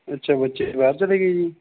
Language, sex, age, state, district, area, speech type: Punjabi, male, 18-30, Punjab, Barnala, rural, conversation